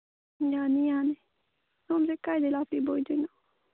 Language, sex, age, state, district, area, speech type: Manipuri, female, 30-45, Manipur, Kangpokpi, rural, conversation